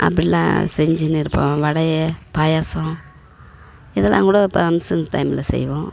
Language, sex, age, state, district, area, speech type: Tamil, female, 45-60, Tamil Nadu, Tiruvannamalai, urban, spontaneous